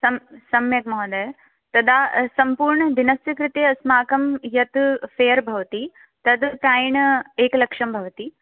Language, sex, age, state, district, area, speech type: Sanskrit, female, 18-30, Rajasthan, Jaipur, urban, conversation